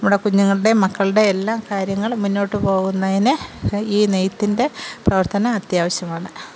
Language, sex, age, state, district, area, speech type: Malayalam, female, 45-60, Kerala, Kollam, rural, spontaneous